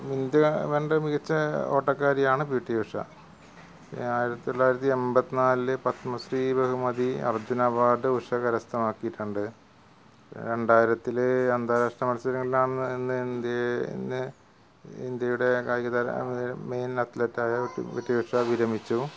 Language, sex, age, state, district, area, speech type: Malayalam, male, 45-60, Kerala, Malappuram, rural, spontaneous